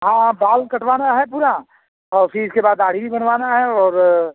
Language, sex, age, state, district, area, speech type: Hindi, male, 45-60, Uttar Pradesh, Azamgarh, rural, conversation